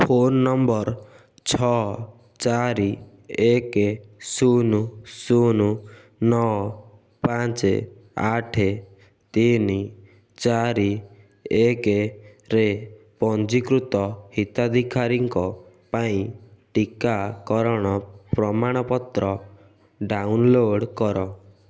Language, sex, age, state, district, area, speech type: Odia, male, 18-30, Odisha, Kendujhar, urban, read